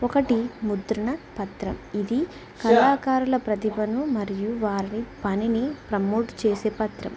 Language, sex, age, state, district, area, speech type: Telugu, female, 18-30, Telangana, Warangal, rural, spontaneous